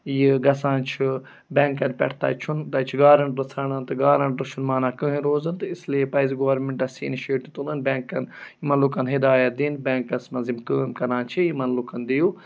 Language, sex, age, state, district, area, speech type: Kashmiri, male, 18-30, Jammu and Kashmir, Budgam, rural, spontaneous